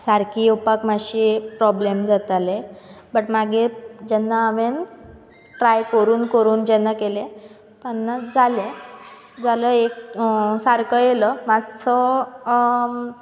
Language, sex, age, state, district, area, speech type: Goan Konkani, female, 18-30, Goa, Quepem, rural, spontaneous